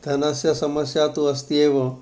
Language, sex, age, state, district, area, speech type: Sanskrit, male, 60+, Maharashtra, Wardha, urban, spontaneous